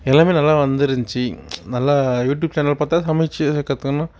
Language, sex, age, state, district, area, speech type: Tamil, male, 30-45, Tamil Nadu, Perambalur, rural, spontaneous